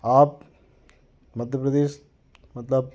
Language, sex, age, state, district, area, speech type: Hindi, male, 45-60, Madhya Pradesh, Jabalpur, urban, spontaneous